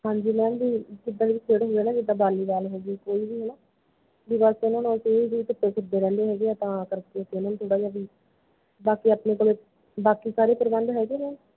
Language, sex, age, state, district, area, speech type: Punjabi, female, 30-45, Punjab, Bathinda, rural, conversation